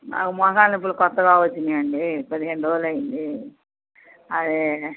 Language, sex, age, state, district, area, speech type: Telugu, female, 60+, Andhra Pradesh, Bapatla, urban, conversation